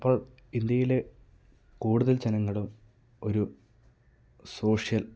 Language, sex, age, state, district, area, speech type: Malayalam, male, 18-30, Kerala, Kasaragod, rural, spontaneous